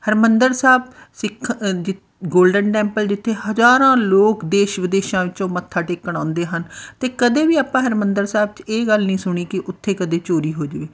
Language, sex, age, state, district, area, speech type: Punjabi, female, 45-60, Punjab, Fatehgarh Sahib, rural, spontaneous